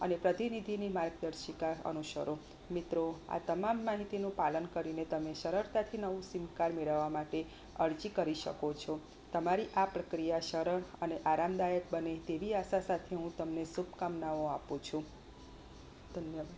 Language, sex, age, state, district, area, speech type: Gujarati, female, 30-45, Gujarat, Kheda, rural, spontaneous